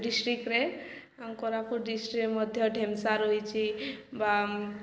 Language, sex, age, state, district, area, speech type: Odia, female, 18-30, Odisha, Koraput, urban, spontaneous